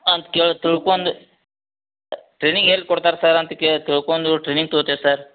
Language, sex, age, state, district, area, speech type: Kannada, male, 30-45, Karnataka, Belgaum, rural, conversation